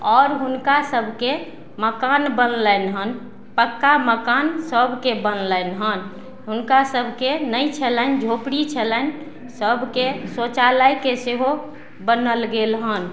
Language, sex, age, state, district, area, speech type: Maithili, female, 45-60, Bihar, Madhubani, rural, spontaneous